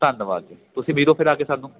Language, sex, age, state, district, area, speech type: Punjabi, male, 18-30, Punjab, Ludhiana, rural, conversation